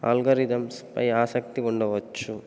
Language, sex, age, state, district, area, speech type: Telugu, male, 18-30, Telangana, Nagarkurnool, urban, spontaneous